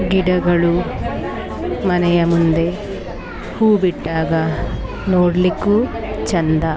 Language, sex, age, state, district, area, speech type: Kannada, female, 45-60, Karnataka, Dakshina Kannada, rural, spontaneous